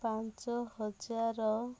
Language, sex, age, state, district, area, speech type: Odia, female, 30-45, Odisha, Rayagada, rural, spontaneous